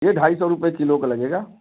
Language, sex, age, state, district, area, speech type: Hindi, male, 45-60, Uttar Pradesh, Bhadohi, urban, conversation